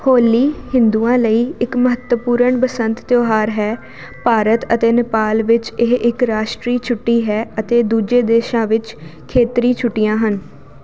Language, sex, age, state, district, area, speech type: Punjabi, female, 18-30, Punjab, Jalandhar, urban, read